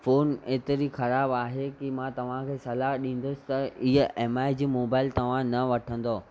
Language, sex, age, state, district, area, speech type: Sindhi, male, 18-30, Maharashtra, Thane, urban, spontaneous